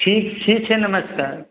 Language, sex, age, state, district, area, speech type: Hindi, male, 30-45, Uttar Pradesh, Varanasi, urban, conversation